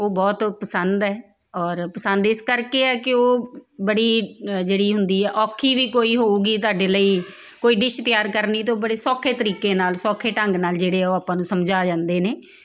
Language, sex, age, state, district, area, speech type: Punjabi, female, 30-45, Punjab, Tarn Taran, urban, spontaneous